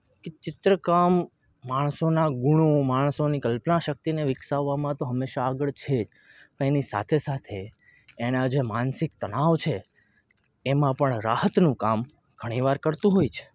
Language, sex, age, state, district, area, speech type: Gujarati, male, 18-30, Gujarat, Rajkot, urban, spontaneous